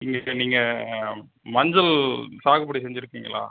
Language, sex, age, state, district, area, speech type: Tamil, male, 30-45, Tamil Nadu, Pudukkottai, rural, conversation